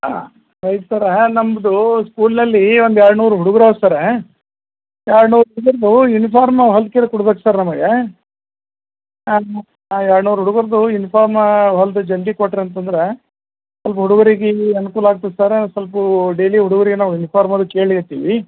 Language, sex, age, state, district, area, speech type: Kannada, male, 45-60, Karnataka, Gulbarga, urban, conversation